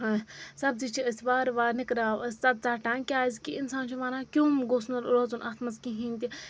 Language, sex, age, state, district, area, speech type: Kashmiri, female, 45-60, Jammu and Kashmir, Srinagar, urban, spontaneous